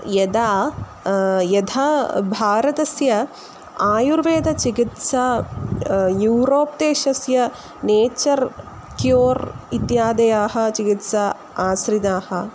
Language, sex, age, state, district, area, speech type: Sanskrit, female, 18-30, Kerala, Kollam, urban, spontaneous